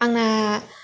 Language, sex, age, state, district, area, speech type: Bodo, female, 18-30, Assam, Kokrajhar, urban, spontaneous